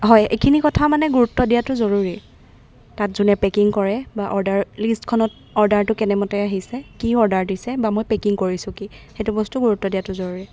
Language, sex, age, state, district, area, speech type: Assamese, female, 18-30, Assam, Golaghat, urban, spontaneous